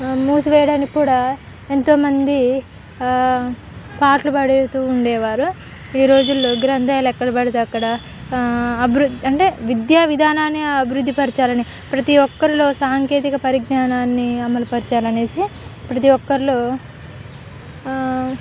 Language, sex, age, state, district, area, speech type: Telugu, female, 18-30, Telangana, Khammam, urban, spontaneous